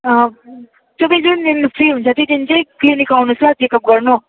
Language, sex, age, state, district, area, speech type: Nepali, female, 18-30, West Bengal, Alipurduar, urban, conversation